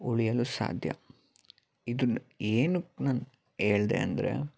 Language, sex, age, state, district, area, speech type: Kannada, male, 30-45, Karnataka, Chitradurga, urban, spontaneous